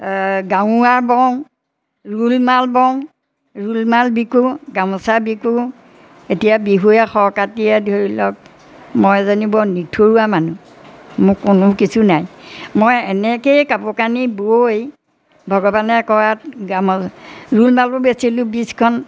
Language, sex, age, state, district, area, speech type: Assamese, female, 60+, Assam, Majuli, rural, spontaneous